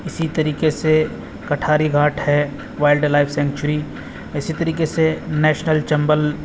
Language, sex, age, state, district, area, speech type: Urdu, male, 30-45, Uttar Pradesh, Aligarh, urban, spontaneous